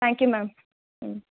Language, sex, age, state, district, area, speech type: Telugu, female, 18-30, Telangana, Mahbubnagar, urban, conversation